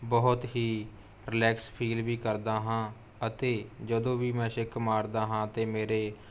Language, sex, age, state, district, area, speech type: Punjabi, male, 18-30, Punjab, Rupnagar, urban, spontaneous